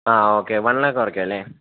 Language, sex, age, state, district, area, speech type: Malayalam, male, 18-30, Kerala, Idukki, rural, conversation